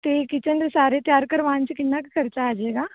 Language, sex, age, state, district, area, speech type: Punjabi, female, 18-30, Punjab, Fazilka, rural, conversation